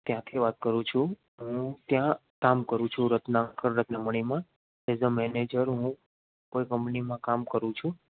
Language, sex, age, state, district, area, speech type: Gujarati, male, 18-30, Gujarat, Ahmedabad, rural, conversation